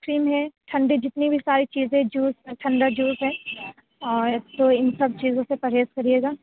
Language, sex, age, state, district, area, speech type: Urdu, female, 30-45, Uttar Pradesh, Aligarh, rural, conversation